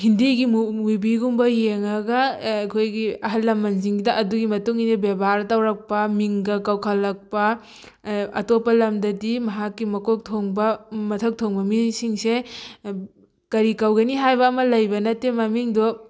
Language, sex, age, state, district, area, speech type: Manipuri, female, 18-30, Manipur, Thoubal, rural, spontaneous